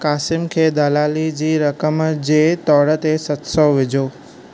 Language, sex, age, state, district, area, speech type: Sindhi, male, 18-30, Maharashtra, Thane, urban, read